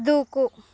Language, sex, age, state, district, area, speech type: Telugu, female, 45-60, Andhra Pradesh, Srikakulam, rural, read